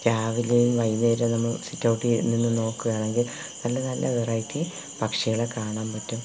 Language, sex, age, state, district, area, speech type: Malayalam, female, 45-60, Kerala, Thiruvananthapuram, urban, spontaneous